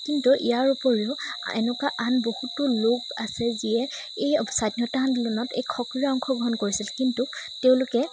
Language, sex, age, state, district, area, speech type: Assamese, female, 18-30, Assam, Majuli, urban, spontaneous